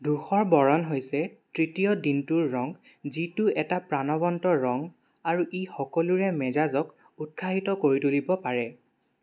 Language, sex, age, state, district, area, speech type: Assamese, male, 18-30, Assam, Charaideo, urban, read